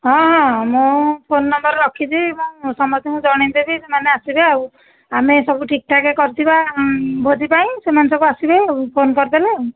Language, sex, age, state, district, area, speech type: Odia, female, 30-45, Odisha, Dhenkanal, rural, conversation